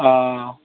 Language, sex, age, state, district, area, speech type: Assamese, male, 18-30, Assam, Morigaon, rural, conversation